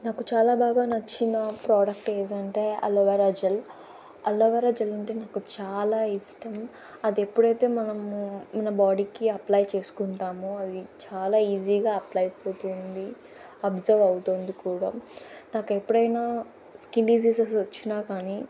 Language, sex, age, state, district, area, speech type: Telugu, female, 30-45, Andhra Pradesh, Chittoor, rural, spontaneous